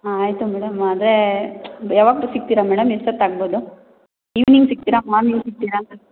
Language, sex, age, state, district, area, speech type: Kannada, female, 18-30, Karnataka, Kolar, rural, conversation